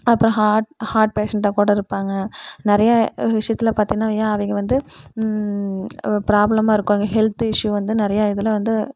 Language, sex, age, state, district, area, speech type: Tamil, female, 18-30, Tamil Nadu, Erode, rural, spontaneous